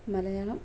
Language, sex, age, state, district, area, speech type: Malayalam, female, 18-30, Kerala, Kozhikode, rural, spontaneous